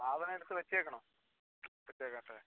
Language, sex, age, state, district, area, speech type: Malayalam, male, 18-30, Kerala, Kollam, rural, conversation